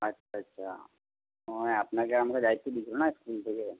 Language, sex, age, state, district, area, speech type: Bengali, male, 45-60, West Bengal, Purba Bardhaman, rural, conversation